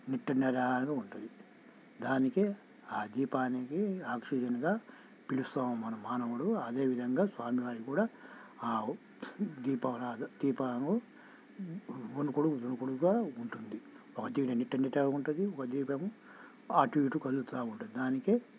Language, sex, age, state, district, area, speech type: Telugu, male, 45-60, Telangana, Hyderabad, rural, spontaneous